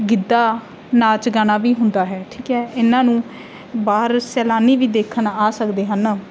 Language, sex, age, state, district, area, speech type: Punjabi, female, 18-30, Punjab, Mansa, rural, spontaneous